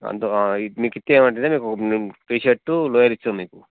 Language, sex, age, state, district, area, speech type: Telugu, male, 30-45, Telangana, Jangaon, rural, conversation